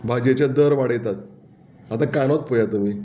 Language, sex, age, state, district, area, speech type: Goan Konkani, male, 45-60, Goa, Murmgao, rural, spontaneous